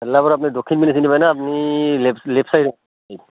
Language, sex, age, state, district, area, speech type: Assamese, male, 30-45, Assam, Barpeta, rural, conversation